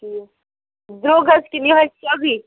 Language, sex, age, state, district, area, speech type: Kashmiri, female, 18-30, Jammu and Kashmir, Bandipora, rural, conversation